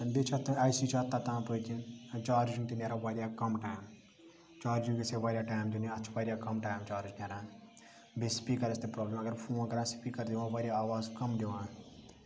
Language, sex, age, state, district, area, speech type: Kashmiri, male, 30-45, Jammu and Kashmir, Budgam, rural, spontaneous